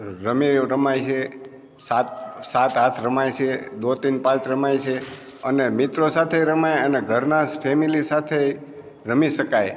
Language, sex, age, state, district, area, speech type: Gujarati, male, 60+, Gujarat, Amreli, rural, spontaneous